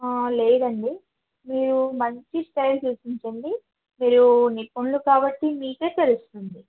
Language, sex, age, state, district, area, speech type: Telugu, female, 30-45, Telangana, Khammam, urban, conversation